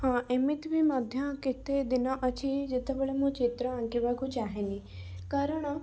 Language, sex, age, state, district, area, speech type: Odia, female, 18-30, Odisha, Cuttack, urban, spontaneous